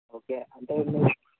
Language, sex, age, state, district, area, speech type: Telugu, male, 18-30, Telangana, Vikarabad, urban, conversation